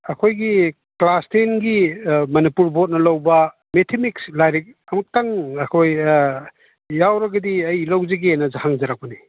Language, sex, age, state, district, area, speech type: Manipuri, male, 60+, Manipur, Chandel, rural, conversation